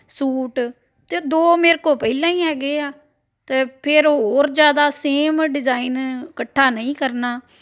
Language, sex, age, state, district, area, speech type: Punjabi, female, 45-60, Punjab, Amritsar, urban, spontaneous